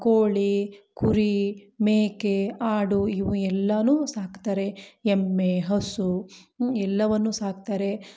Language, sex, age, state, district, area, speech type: Kannada, female, 30-45, Karnataka, Chikkamagaluru, rural, spontaneous